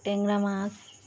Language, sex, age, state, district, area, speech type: Bengali, female, 60+, West Bengal, Birbhum, urban, spontaneous